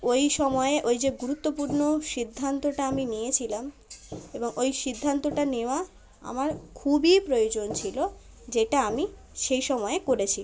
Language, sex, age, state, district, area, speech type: Bengali, female, 30-45, West Bengal, South 24 Parganas, rural, spontaneous